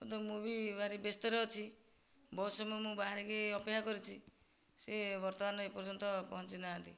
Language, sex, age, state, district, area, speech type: Odia, female, 45-60, Odisha, Nayagarh, rural, spontaneous